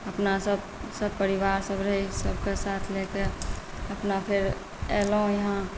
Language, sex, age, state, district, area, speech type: Maithili, female, 45-60, Bihar, Saharsa, rural, spontaneous